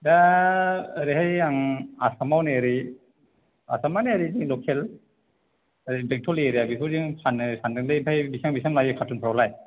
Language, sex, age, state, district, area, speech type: Bodo, male, 30-45, Assam, Chirang, rural, conversation